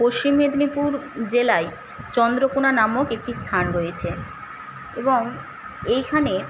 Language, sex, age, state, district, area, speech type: Bengali, female, 45-60, West Bengal, Paschim Medinipur, rural, spontaneous